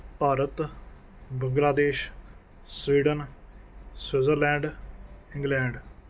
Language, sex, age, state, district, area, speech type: Punjabi, male, 30-45, Punjab, Mohali, urban, spontaneous